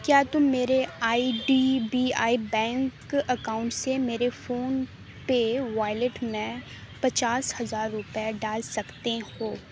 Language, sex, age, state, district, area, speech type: Urdu, female, 30-45, Uttar Pradesh, Aligarh, rural, read